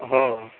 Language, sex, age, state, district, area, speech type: Marathi, male, 18-30, Maharashtra, Washim, rural, conversation